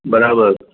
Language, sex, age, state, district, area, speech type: Sindhi, male, 60+, Maharashtra, Thane, urban, conversation